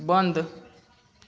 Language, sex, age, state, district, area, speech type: Hindi, male, 30-45, Bihar, Madhepura, rural, read